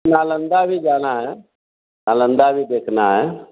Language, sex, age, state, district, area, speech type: Hindi, male, 45-60, Bihar, Vaishali, rural, conversation